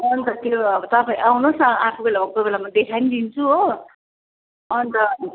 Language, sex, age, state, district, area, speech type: Nepali, female, 45-60, West Bengal, Jalpaiguri, urban, conversation